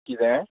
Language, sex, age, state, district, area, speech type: Goan Konkani, male, 18-30, Goa, Tiswadi, rural, conversation